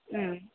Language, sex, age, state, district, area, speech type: Kannada, female, 45-60, Karnataka, Bangalore Urban, urban, conversation